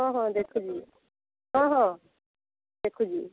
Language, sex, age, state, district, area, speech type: Odia, female, 30-45, Odisha, Sambalpur, rural, conversation